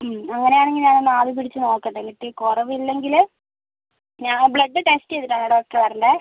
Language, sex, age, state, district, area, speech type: Malayalam, female, 18-30, Kerala, Kozhikode, urban, conversation